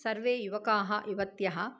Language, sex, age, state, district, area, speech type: Sanskrit, female, 45-60, Tamil Nadu, Chennai, urban, spontaneous